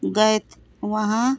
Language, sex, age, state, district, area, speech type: Hindi, female, 45-60, Madhya Pradesh, Seoni, urban, spontaneous